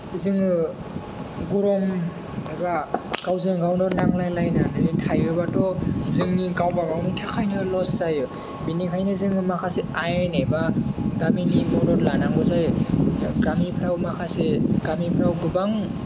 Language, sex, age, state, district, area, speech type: Bodo, male, 18-30, Assam, Kokrajhar, rural, spontaneous